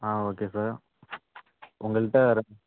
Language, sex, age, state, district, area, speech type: Tamil, male, 45-60, Tamil Nadu, Ariyalur, rural, conversation